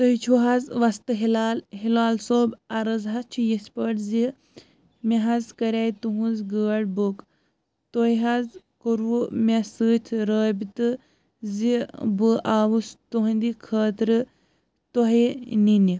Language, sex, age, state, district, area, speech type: Kashmiri, male, 18-30, Jammu and Kashmir, Kulgam, rural, spontaneous